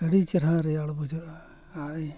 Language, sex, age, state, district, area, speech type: Santali, male, 45-60, Odisha, Mayurbhanj, rural, spontaneous